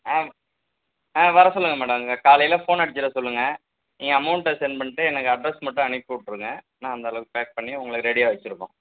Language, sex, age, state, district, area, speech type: Tamil, male, 45-60, Tamil Nadu, Mayiladuthurai, rural, conversation